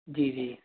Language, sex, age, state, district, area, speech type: Hindi, male, 18-30, Madhya Pradesh, Betul, rural, conversation